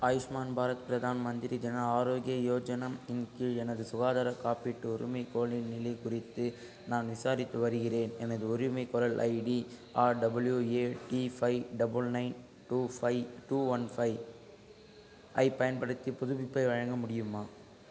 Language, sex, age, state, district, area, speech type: Tamil, male, 18-30, Tamil Nadu, Ranipet, rural, read